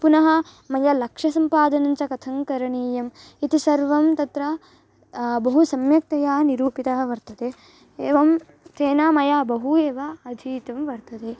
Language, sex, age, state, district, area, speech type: Sanskrit, female, 18-30, Karnataka, Bangalore Rural, rural, spontaneous